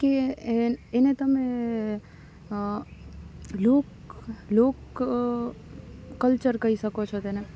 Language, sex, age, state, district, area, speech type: Gujarati, female, 18-30, Gujarat, Rajkot, urban, spontaneous